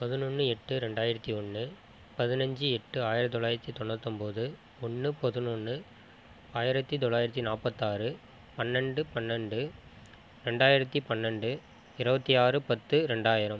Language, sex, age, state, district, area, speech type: Tamil, male, 30-45, Tamil Nadu, Viluppuram, rural, spontaneous